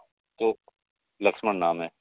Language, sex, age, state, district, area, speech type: Hindi, male, 18-30, Rajasthan, Nagaur, rural, conversation